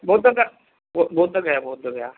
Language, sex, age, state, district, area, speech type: Marathi, male, 45-60, Maharashtra, Akola, rural, conversation